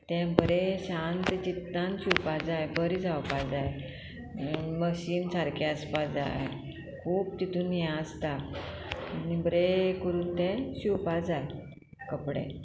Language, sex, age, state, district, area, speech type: Goan Konkani, female, 45-60, Goa, Murmgao, urban, spontaneous